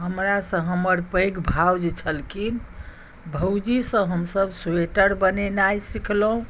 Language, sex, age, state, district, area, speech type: Maithili, female, 60+, Bihar, Madhubani, rural, spontaneous